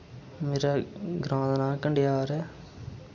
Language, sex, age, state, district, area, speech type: Dogri, male, 30-45, Jammu and Kashmir, Reasi, rural, spontaneous